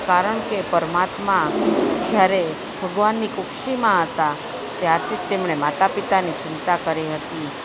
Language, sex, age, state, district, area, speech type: Gujarati, female, 45-60, Gujarat, Junagadh, urban, spontaneous